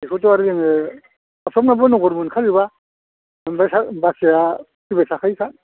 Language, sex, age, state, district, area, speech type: Bodo, male, 60+, Assam, Kokrajhar, urban, conversation